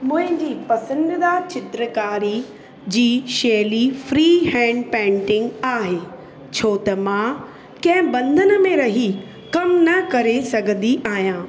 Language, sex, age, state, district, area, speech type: Sindhi, female, 45-60, Uttar Pradesh, Lucknow, urban, spontaneous